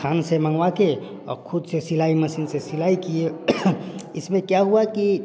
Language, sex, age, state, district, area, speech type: Hindi, male, 30-45, Bihar, Samastipur, urban, spontaneous